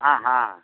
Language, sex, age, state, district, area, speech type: Tamil, male, 60+, Tamil Nadu, Tiruchirappalli, rural, conversation